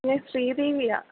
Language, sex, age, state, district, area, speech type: Malayalam, female, 30-45, Kerala, Kottayam, urban, conversation